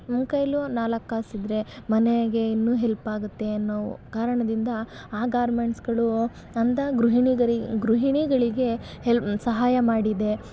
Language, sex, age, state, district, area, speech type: Kannada, female, 18-30, Karnataka, Mysore, urban, spontaneous